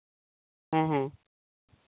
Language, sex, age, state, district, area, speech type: Santali, male, 30-45, Jharkhand, Seraikela Kharsawan, rural, conversation